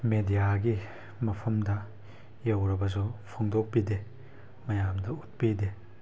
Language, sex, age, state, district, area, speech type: Manipuri, male, 18-30, Manipur, Tengnoupal, rural, spontaneous